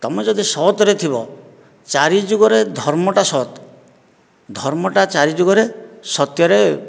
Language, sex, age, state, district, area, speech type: Odia, male, 45-60, Odisha, Nayagarh, rural, spontaneous